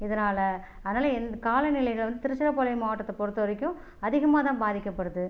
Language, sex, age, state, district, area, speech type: Tamil, female, 30-45, Tamil Nadu, Tiruchirappalli, rural, spontaneous